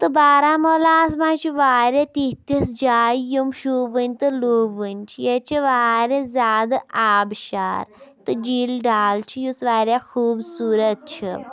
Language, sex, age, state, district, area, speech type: Kashmiri, female, 18-30, Jammu and Kashmir, Baramulla, rural, spontaneous